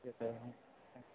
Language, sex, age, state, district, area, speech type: Tamil, male, 18-30, Tamil Nadu, Ranipet, urban, conversation